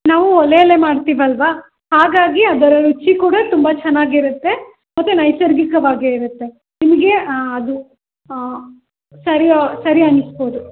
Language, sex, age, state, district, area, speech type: Kannada, female, 18-30, Karnataka, Chitradurga, rural, conversation